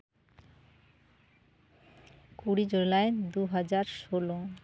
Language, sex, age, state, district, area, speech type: Santali, female, 30-45, West Bengal, Jhargram, rural, spontaneous